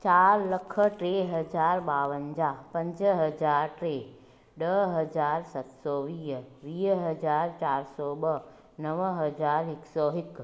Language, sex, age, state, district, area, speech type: Sindhi, female, 45-60, Gujarat, Junagadh, rural, spontaneous